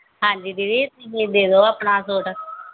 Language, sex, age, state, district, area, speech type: Punjabi, female, 30-45, Punjab, Pathankot, rural, conversation